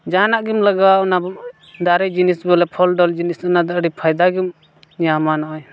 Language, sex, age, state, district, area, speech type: Santali, male, 18-30, Jharkhand, Pakur, rural, spontaneous